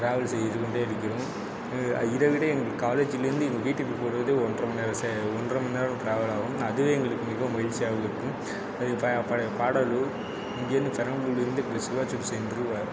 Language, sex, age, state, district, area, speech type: Tamil, male, 18-30, Tamil Nadu, Perambalur, urban, spontaneous